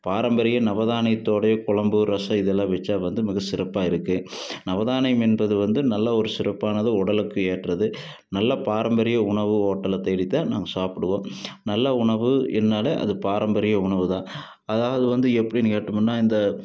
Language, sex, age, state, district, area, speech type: Tamil, male, 60+, Tamil Nadu, Tiruppur, urban, spontaneous